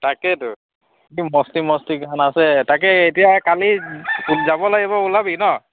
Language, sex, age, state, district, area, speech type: Assamese, male, 30-45, Assam, Biswanath, rural, conversation